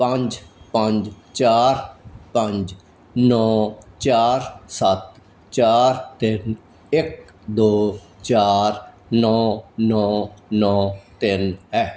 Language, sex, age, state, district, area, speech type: Punjabi, male, 60+, Punjab, Fazilka, rural, read